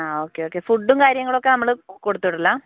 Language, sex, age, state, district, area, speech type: Malayalam, female, 30-45, Kerala, Wayanad, rural, conversation